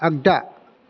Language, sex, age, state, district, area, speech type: Bodo, male, 45-60, Assam, Chirang, rural, read